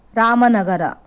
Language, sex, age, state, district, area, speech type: Kannada, female, 30-45, Karnataka, Shimoga, rural, spontaneous